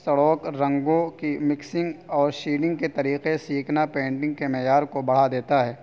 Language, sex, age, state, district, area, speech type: Urdu, male, 18-30, Uttar Pradesh, Saharanpur, urban, spontaneous